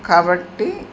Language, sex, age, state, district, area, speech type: Telugu, female, 60+, Andhra Pradesh, Anantapur, urban, spontaneous